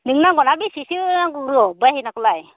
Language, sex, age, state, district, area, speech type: Bodo, female, 45-60, Assam, Baksa, rural, conversation